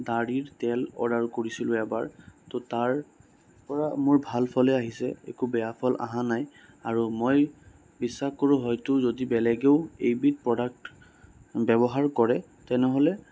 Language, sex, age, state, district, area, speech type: Assamese, male, 18-30, Assam, Sonitpur, urban, spontaneous